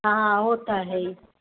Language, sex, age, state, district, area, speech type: Sindhi, female, 45-60, Uttar Pradesh, Lucknow, urban, conversation